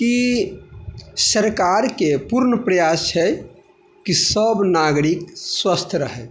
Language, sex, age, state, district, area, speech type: Maithili, male, 30-45, Bihar, Madhubani, rural, spontaneous